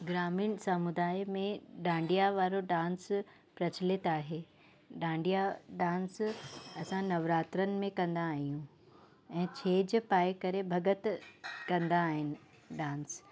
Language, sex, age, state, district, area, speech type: Sindhi, female, 30-45, Uttar Pradesh, Lucknow, urban, spontaneous